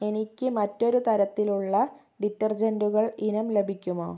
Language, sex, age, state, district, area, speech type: Malayalam, female, 18-30, Kerala, Kozhikode, urban, read